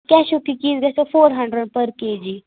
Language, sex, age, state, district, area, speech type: Kashmiri, female, 30-45, Jammu and Kashmir, Ganderbal, rural, conversation